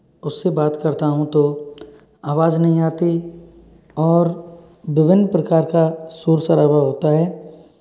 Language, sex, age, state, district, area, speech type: Hindi, male, 60+, Rajasthan, Karauli, rural, spontaneous